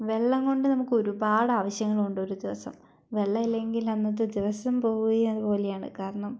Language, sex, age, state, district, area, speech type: Malayalam, female, 18-30, Kerala, Wayanad, rural, spontaneous